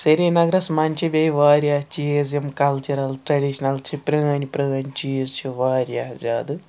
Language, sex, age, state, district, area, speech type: Kashmiri, male, 60+, Jammu and Kashmir, Srinagar, urban, spontaneous